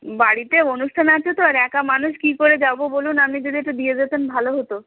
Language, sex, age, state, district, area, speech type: Bengali, female, 30-45, West Bengal, Uttar Dinajpur, urban, conversation